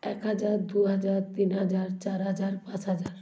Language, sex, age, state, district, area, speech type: Bengali, female, 60+, West Bengal, South 24 Parganas, rural, spontaneous